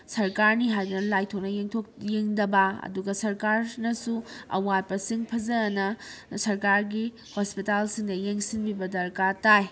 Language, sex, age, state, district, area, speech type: Manipuri, female, 30-45, Manipur, Kakching, rural, spontaneous